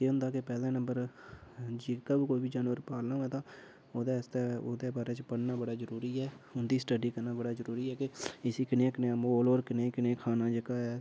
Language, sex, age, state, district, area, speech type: Dogri, male, 18-30, Jammu and Kashmir, Udhampur, rural, spontaneous